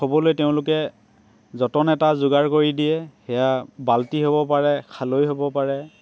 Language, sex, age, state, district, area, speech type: Assamese, male, 18-30, Assam, Dibrugarh, rural, spontaneous